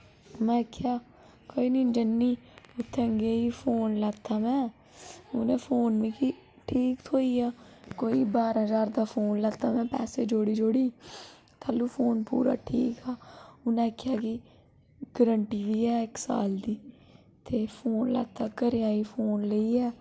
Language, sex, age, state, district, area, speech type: Dogri, female, 18-30, Jammu and Kashmir, Udhampur, rural, spontaneous